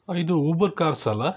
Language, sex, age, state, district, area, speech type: Kannada, male, 30-45, Karnataka, Shimoga, rural, spontaneous